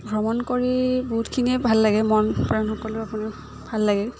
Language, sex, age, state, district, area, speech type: Assamese, female, 18-30, Assam, Udalguri, rural, spontaneous